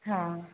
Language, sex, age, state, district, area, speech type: Hindi, female, 18-30, Madhya Pradesh, Hoshangabad, rural, conversation